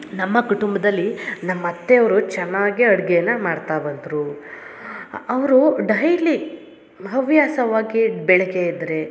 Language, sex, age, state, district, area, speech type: Kannada, female, 30-45, Karnataka, Hassan, rural, spontaneous